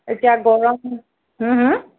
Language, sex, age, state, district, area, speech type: Assamese, female, 45-60, Assam, Nagaon, rural, conversation